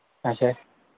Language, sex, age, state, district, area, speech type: Kashmiri, male, 18-30, Jammu and Kashmir, Shopian, rural, conversation